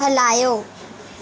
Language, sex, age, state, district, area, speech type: Sindhi, female, 18-30, Madhya Pradesh, Katni, rural, read